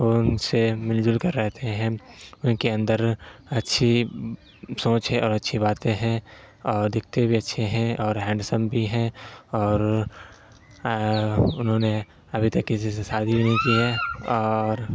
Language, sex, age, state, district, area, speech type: Urdu, male, 30-45, Bihar, Supaul, rural, spontaneous